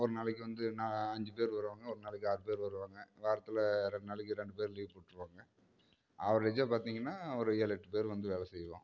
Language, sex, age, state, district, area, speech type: Tamil, male, 30-45, Tamil Nadu, Namakkal, rural, spontaneous